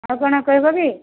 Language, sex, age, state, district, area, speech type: Odia, female, 30-45, Odisha, Sambalpur, rural, conversation